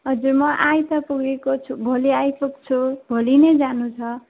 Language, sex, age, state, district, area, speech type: Nepali, female, 18-30, West Bengal, Darjeeling, rural, conversation